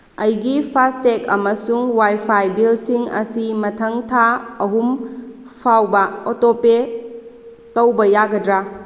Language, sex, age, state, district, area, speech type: Manipuri, female, 18-30, Manipur, Kakching, rural, read